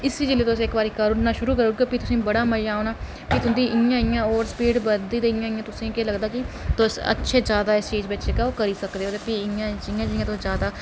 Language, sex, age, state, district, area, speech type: Dogri, male, 30-45, Jammu and Kashmir, Reasi, rural, spontaneous